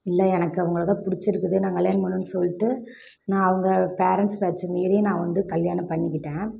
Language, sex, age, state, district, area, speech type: Tamil, female, 30-45, Tamil Nadu, Namakkal, rural, spontaneous